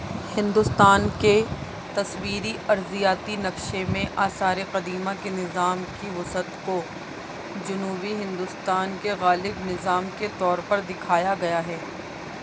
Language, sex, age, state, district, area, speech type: Urdu, female, 30-45, Delhi, Central Delhi, urban, read